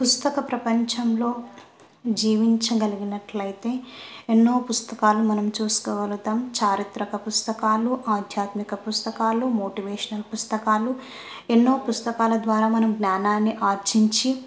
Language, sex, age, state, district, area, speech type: Telugu, female, 18-30, Andhra Pradesh, Kurnool, rural, spontaneous